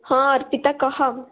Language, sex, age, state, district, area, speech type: Odia, female, 18-30, Odisha, Kendujhar, urban, conversation